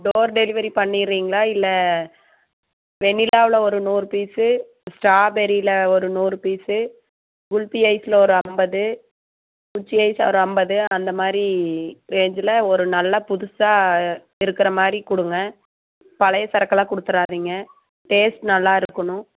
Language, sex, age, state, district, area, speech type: Tamil, female, 30-45, Tamil Nadu, Coimbatore, rural, conversation